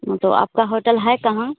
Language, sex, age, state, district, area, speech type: Hindi, female, 18-30, Bihar, Madhepura, rural, conversation